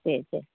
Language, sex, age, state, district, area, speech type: Maithili, female, 45-60, Bihar, Saharsa, urban, conversation